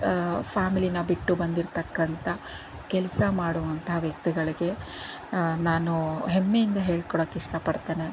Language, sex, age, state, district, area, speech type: Kannada, female, 30-45, Karnataka, Davanagere, rural, spontaneous